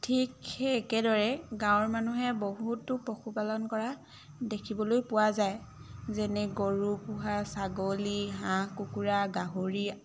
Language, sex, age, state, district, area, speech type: Assamese, female, 18-30, Assam, Dhemaji, urban, spontaneous